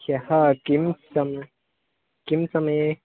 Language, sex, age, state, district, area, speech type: Sanskrit, male, 18-30, Kerala, Thiruvananthapuram, rural, conversation